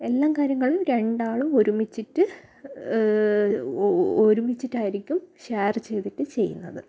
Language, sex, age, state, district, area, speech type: Malayalam, female, 30-45, Kerala, Kasaragod, rural, spontaneous